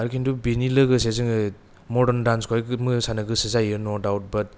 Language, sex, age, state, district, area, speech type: Bodo, male, 18-30, Assam, Kokrajhar, urban, spontaneous